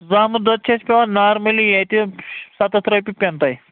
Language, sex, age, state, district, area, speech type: Kashmiri, male, 45-60, Jammu and Kashmir, Baramulla, rural, conversation